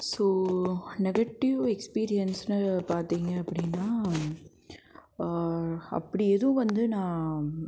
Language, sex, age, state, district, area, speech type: Tamil, female, 18-30, Tamil Nadu, Madurai, urban, spontaneous